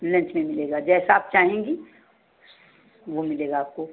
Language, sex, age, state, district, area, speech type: Hindi, female, 60+, Uttar Pradesh, Sitapur, rural, conversation